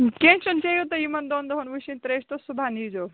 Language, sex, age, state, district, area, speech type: Kashmiri, other, 18-30, Jammu and Kashmir, Baramulla, rural, conversation